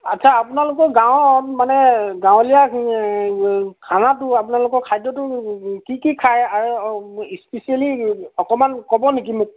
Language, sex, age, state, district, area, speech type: Assamese, male, 45-60, Assam, Golaghat, urban, conversation